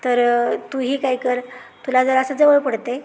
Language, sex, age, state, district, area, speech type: Marathi, female, 30-45, Maharashtra, Satara, rural, spontaneous